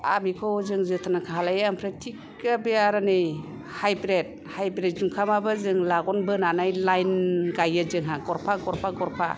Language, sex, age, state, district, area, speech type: Bodo, female, 60+, Assam, Kokrajhar, rural, spontaneous